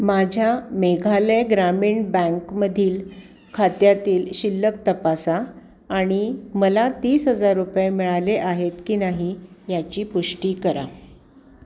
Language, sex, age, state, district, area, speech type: Marathi, female, 60+, Maharashtra, Pune, urban, read